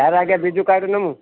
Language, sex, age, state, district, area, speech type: Odia, male, 45-60, Odisha, Kendujhar, urban, conversation